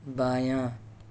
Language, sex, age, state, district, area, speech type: Urdu, male, 18-30, Delhi, East Delhi, urban, read